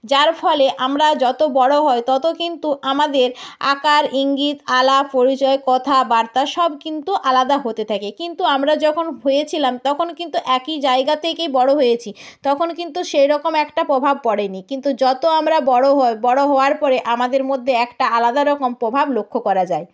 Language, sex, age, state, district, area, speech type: Bengali, female, 30-45, West Bengal, North 24 Parganas, rural, spontaneous